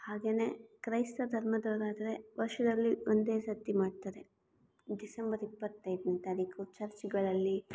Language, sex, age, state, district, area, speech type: Kannada, female, 18-30, Karnataka, Chitradurga, urban, spontaneous